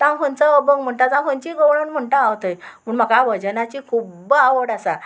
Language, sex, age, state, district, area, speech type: Goan Konkani, female, 45-60, Goa, Murmgao, rural, spontaneous